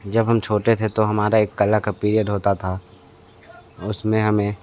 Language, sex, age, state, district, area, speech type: Hindi, male, 30-45, Uttar Pradesh, Sonbhadra, rural, spontaneous